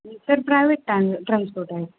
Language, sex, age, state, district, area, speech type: Marathi, female, 30-45, Maharashtra, Nanded, urban, conversation